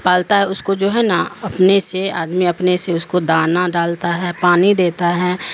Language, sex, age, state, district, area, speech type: Urdu, female, 45-60, Bihar, Darbhanga, rural, spontaneous